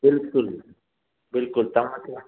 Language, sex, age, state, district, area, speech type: Sindhi, male, 45-60, Gujarat, Kutch, urban, conversation